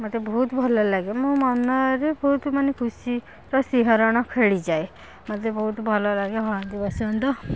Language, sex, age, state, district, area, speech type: Odia, female, 60+, Odisha, Kendujhar, urban, spontaneous